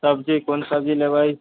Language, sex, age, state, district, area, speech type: Maithili, male, 30-45, Bihar, Sitamarhi, urban, conversation